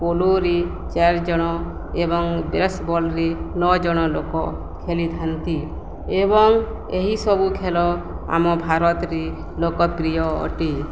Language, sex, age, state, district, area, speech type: Odia, female, 45-60, Odisha, Balangir, urban, spontaneous